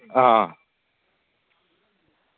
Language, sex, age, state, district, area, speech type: Dogri, male, 18-30, Jammu and Kashmir, Samba, rural, conversation